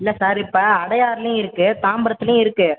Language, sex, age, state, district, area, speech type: Tamil, male, 18-30, Tamil Nadu, Cuddalore, rural, conversation